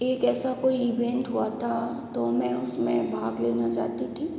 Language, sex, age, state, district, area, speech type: Hindi, female, 30-45, Rajasthan, Jodhpur, urban, spontaneous